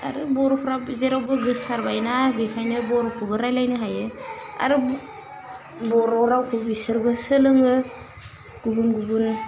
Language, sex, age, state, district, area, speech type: Bodo, female, 30-45, Assam, Udalguri, rural, spontaneous